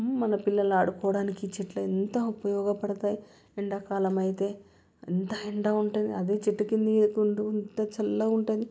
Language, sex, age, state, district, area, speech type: Telugu, female, 30-45, Telangana, Medchal, urban, spontaneous